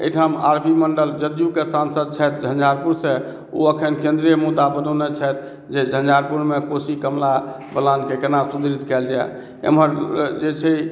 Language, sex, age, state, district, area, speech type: Maithili, male, 45-60, Bihar, Madhubani, urban, spontaneous